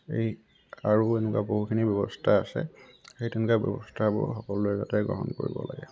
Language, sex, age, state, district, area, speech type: Assamese, male, 18-30, Assam, Tinsukia, urban, spontaneous